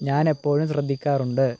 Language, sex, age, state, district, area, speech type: Malayalam, male, 18-30, Kerala, Kottayam, rural, read